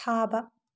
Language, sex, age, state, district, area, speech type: Manipuri, female, 18-30, Manipur, Tengnoupal, rural, read